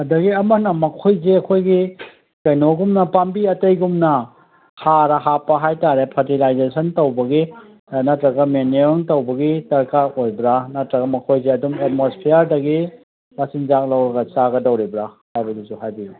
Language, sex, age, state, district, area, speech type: Manipuri, male, 45-60, Manipur, Kangpokpi, urban, conversation